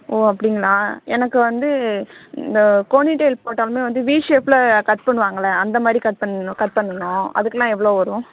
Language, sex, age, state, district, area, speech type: Tamil, female, 60+, Tamil Nadu, Tiruvarur, urban, conversation